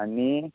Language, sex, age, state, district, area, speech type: Goan Konkani, male, 18-30, Goa, Tiswadi, rural, conversation